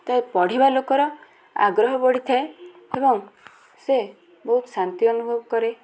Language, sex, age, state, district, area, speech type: Odia, female, 18-30, Odisha, Bhadrak, rural, spontaneous